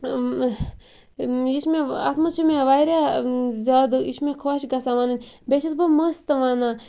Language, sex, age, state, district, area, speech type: Kashmiri, female, 30-45, Jammu and Kashmir, Bandipora, rural, spontaneous